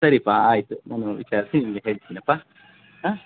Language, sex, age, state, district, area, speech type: Kannada, male, 45-60, Karnataka, Kolar, urban, conversation